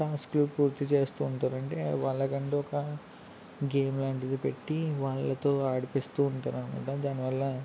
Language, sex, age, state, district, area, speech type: Telugu, male, 18-30, Andhra Pradesh, Konaseema, rural, spontaneous